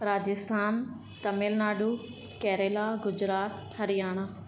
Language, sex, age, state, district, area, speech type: Sindhi, female, 30-45, Madhya Pradesh, Katni, urban, spontaneous